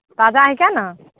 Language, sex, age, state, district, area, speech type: Maithili, female, 18-30, Bihar, Begusarai, rural, conversation